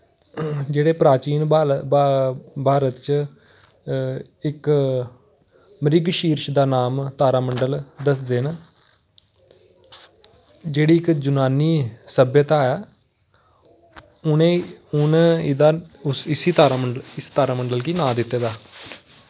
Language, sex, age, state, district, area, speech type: Dogri, male, 18-30, Jammu and Kashmir, Kathua, rural, spontaneous